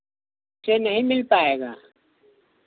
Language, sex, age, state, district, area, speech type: Hindi, male, 45-60, Uttar Pradesh, Lucknow, rural, conversation